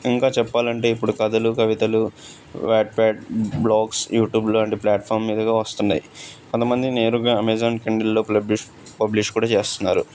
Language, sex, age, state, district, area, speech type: Telugu, male, 18-30, Andhra Pradesh, Krishna, urban, spontaneous